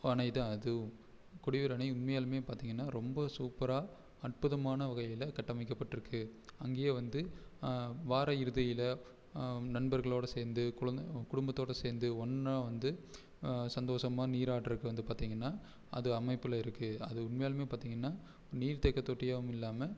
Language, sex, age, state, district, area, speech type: Tamil, male, 18-30, Tamil Nadu, Erode, rural, spontaneous